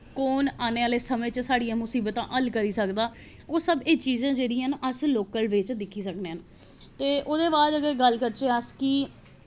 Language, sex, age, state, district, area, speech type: Dogri, female, 30-45, Jammu and Kashmir, Jammu, urban, spontaneous